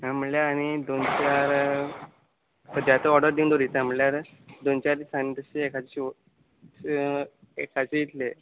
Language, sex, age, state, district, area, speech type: Goan Konkani, male, 18-30, Goa, Quepem, rural, conversation